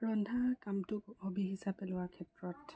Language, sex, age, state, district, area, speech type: Assamese, female, 60+, Assam, Darrang, rural, spontaneous